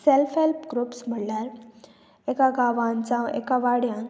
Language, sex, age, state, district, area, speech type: Goan Konkani, female, 18-30, Goa, Murmgao, rural, spontaneous